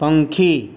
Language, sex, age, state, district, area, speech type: Gujarati, male, 45-60, Gujarat, Morbi, rural, read